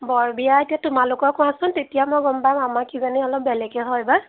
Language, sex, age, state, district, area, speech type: Assamese, female, 18-30, Assam, Majuli, urban, conversation